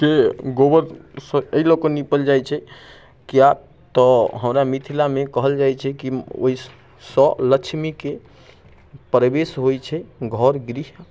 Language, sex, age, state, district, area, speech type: Maithili, male, 30-45, Bihar, Muzaffarpur, rural, spontaneous